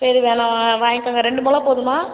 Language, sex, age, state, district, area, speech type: Tamil, female, 18-30, Tamil Nadu, Ariyalur, rural, conversation